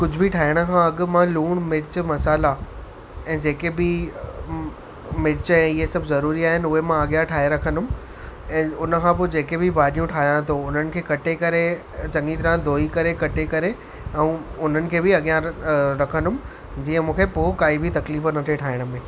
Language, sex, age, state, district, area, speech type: Sindhi, female, 45-60, Maharashtra, Thane, urban, spontaneous